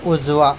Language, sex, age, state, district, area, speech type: Marathi, male, 18-30, Maharashtra, Yavatmal, rural, read